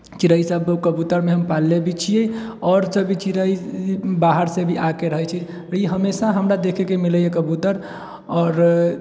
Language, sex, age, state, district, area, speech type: Maithili, male, 18-30, Bihar, Sitamarhi, rural, spontaneous